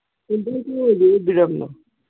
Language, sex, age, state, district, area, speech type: Manipuri, female, 45-60, Manipur, Imphal East, rural, conversation